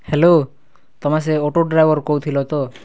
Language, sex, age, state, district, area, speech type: Odia, male, 18-30, Odisha, Kalahandi, rural, spontaneous